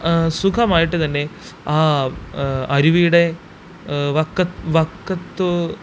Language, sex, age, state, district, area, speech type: Malayalam, male, 18-30, Kerala, Thrissur, urban, spontaneous